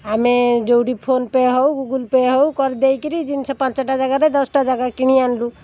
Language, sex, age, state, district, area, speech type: Odia, female, 45-60, Odisha, Puri, urban, spontaneous